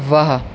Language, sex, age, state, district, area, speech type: Urdu, male, 60+, Uttar Pradesh, Shahjahanpur, rural, read